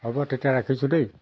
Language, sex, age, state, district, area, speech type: Assamese, male, 45-60, Assam, Jorhat, urban, spontaneous